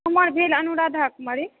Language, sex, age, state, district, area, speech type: Maithili, female, 30-45, Bihar, Purnia, rural, conversation